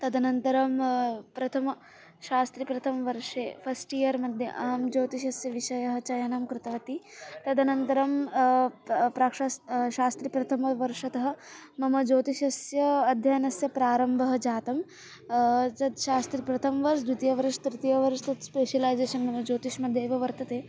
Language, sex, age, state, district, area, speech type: Sanskrit, female, 18-30, Maharashtra, Nagpur, urban, spontaneous